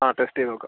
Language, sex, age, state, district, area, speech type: Malayalam, male, 18-30, Kerala, Wayanad, rural, conversation